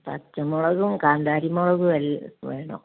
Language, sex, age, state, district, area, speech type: Malayalam, female, 60+, Kerala, Kozhikode, rural, conversation